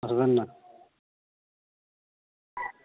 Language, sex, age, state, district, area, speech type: Bengali, male, 60+, West Bengal, Uttar Dinajpur, urban, conversation